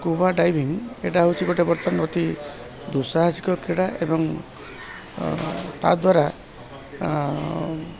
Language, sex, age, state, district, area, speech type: Odia, male, 60+, Odisha, Koraput, urban, spontaneous